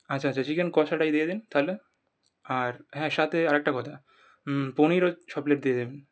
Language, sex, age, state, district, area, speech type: Bengali, male, 18-30, West Bengal, North 24 Parganas, urban, spontaneous